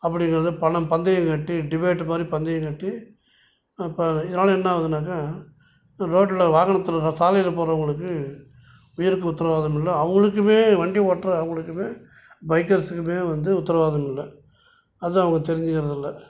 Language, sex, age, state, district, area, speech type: Tamil, male, 60+, Tamil Nadu, Salem, urban, spontaneous